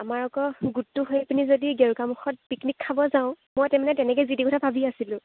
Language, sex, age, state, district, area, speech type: Assamese, female, 18-30, Assam, Lakhimpur, rural, conversation